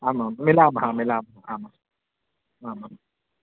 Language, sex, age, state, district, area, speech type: Sanskrit, male, 18-30, Telangana, Hyderabad, urban, conversation